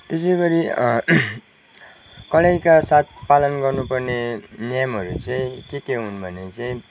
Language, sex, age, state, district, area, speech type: Nepali, male, 30-45, West Bengal, Kalimpong, rural, spontaneous